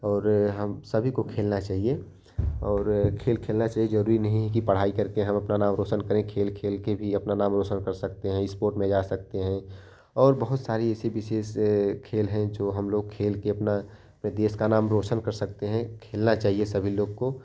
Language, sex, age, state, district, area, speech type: Hindi, male, 18-30, Uttar Pradesh, Jaunpur, rural, spontaneous